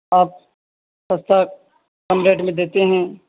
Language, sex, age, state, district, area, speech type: Urdu, male, 18-30, Bihar, Purnia, rural, conversation